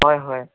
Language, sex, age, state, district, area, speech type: Assamese, male, 18-30, Assam, Dhemaji, rural, conversation